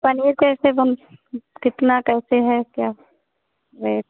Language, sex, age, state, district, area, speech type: Hindi, female, 45-60, Uttar Pradesh, Ayodhya, rural, conversation